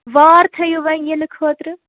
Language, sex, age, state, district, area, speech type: Kashmiri, female, 18-30, Jammu and Kashmir, Srinagar, urban, conversation